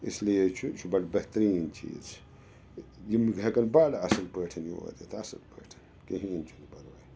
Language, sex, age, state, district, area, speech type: Kashmiri, male, 60+, Jammu and Kashmir, Srinagar, urban, spontaneous